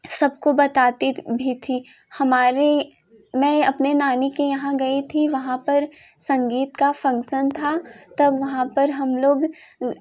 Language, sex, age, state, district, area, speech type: Hindi, female, 18-30, Uttar Pradesh, Jaunpur, urban, spontaneous